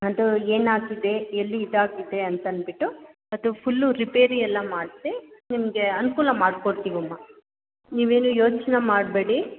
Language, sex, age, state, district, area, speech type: Kannada, female, 30-45, Karnataka, Chikkaballapur, rural, conversation